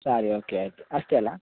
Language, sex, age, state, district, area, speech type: Kannada, male, 18-30, Karnataka, Udupi, rural, conversation